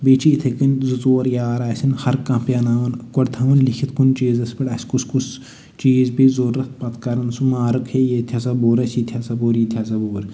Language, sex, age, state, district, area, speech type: Kashmiri, male, 45-60, Jammu and Kashmir, Budgam, urban, spontaneous